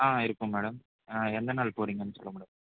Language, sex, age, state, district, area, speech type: Tamil, male, 18-30, Tamil Nadu, Nilgiris, rural, conversation